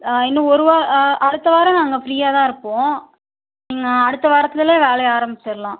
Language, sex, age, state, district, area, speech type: Tamil, female, 18-30, Tamil Nadu, Ariyalur, rural, conversation